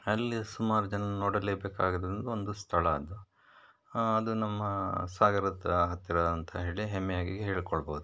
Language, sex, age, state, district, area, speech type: Kannada, male, 45-60, Karnataka, Shimoga, rural, spontaneous